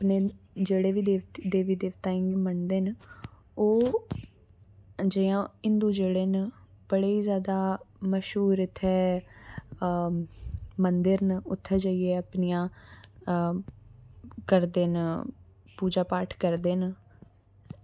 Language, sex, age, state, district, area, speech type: Dogri, female, 18-30, Jammu and Kashmir, Samba, urban, spontaneous